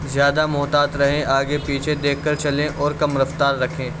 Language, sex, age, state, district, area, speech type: Urdu, male, 18-30, Delhi, Central Delhi, urban, spontaneous